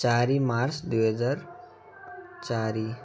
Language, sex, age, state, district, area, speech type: Odia, male, 18-30, Odisha, Malkangiri, urban, spontaneous